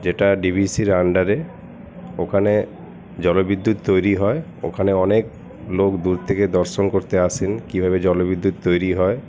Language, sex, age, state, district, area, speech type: Bengali, male, 60+, West Bengal, Paschim Bardhaman, urban, spontaneous